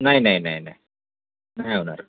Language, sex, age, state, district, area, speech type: Marathi, male, 45-60, Maharashtra, Nagpur, urban, conversation